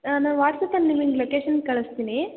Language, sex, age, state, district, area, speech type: Kannada, female, 18-30, Karnataka, Hassan, urban, conversation